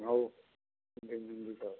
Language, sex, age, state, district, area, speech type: Odia, male, 60+, Odisha, Jharsuguda, rural, conversation